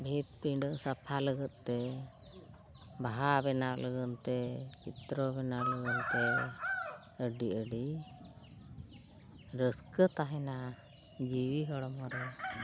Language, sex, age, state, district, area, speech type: Santali, female, 60+, Odisha, Mayurbhanj, rural, spontaneous